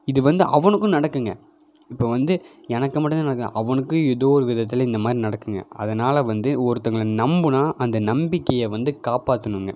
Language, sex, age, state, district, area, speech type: Tamil, male, 18-30, Tamil Nadu, Coimbatore, urban, spontaneous